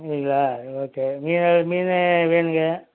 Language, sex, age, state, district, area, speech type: Tamil, male, 45-60, Tamil Nadu, Coimbatore, rural, conversation